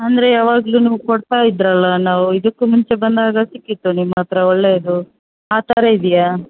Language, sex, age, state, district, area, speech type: Kannada, female, 30-45, Karnataka, Bellary, rural, conversation